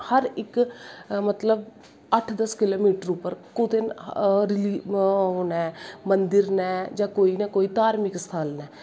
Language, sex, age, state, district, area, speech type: Dogri, female, 30-45, Jammu and Kashmir, Kathua, rural, spontaneous